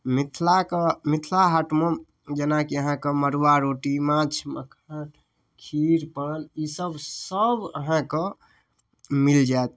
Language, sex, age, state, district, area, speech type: Maithili, male, 18-30, Bihar, Darbhanga, rural, spontaneous